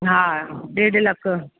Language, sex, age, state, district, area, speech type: Sindhi, female, 45-60, Delhi, South Delhi, rural, conversation